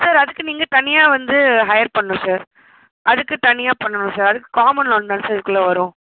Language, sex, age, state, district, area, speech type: Tamil, female, 45-60, Tamil Nadu, Pudukkottai, rural, conversation